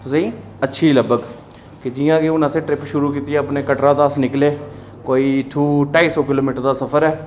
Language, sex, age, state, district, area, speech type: Dogri, male, 30-45, Jammu and Kashmir, Reasi, urban, spontaneous